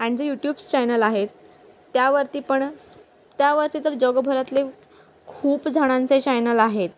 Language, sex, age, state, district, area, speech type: Marathi, female, 18-30, Maharashtra, Palghar, rural, spontaneous